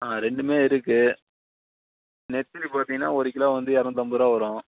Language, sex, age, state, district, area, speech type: Tamil, male, 30-45, Tamil Nadu, Chengalpattu, rural, conversation